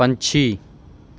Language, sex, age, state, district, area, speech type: Punjabi, male, 30-45, Punjab, Bathinda, rural, read